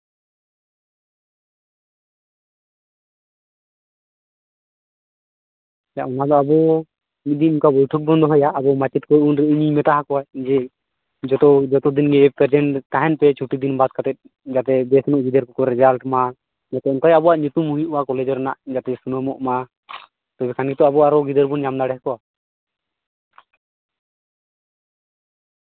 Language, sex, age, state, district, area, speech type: Santali, male, 18-30, West Bengal, Purulia, rural, conversation